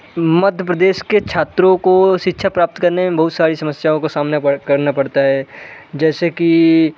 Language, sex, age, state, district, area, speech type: Hindi, male, 18-30, Madhya Pradesh, Jabalpur, urban, spontaneous